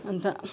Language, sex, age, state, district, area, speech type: Nepali, female, 45-60, West Bengal, Jalpaiguri, rural, spontaneous